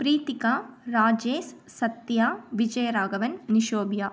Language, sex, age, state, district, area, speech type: Tamil, female, 18-30, Tamil Nadu, Tiruppur, urban, spontaneous